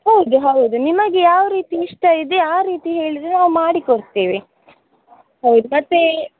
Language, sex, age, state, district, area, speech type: Kannada, female, 18-30, Karnataka, Dakshina Kannada, rural, conversation